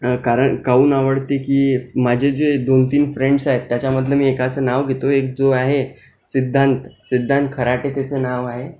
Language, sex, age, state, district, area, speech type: Marathi, male, 18-30, Maharashtra, Akola, urban, spontaneous